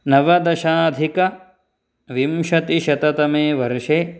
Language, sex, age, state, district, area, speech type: Sanskrit, male, 30-45, Karnataka, Shimoga, urban, spontaneous